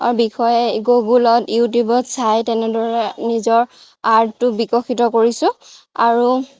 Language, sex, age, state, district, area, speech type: Assamese, female, 30-45, Assam, Morigaon, rural, spontaneous